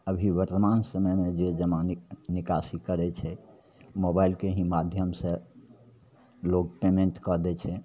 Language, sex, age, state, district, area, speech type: Maithili, male, 60+, Bihar, Madhepura, rural, spontaneous